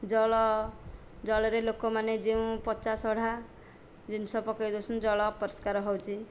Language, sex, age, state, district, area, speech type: Odia, female, 45-60, Odisha, Nayagarh, rural, spontaneous